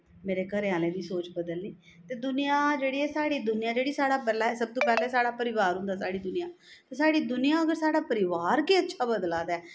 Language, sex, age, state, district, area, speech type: Dogri, female, 45-60, Jammu and Kashmir, Jammu, urban, spontaneous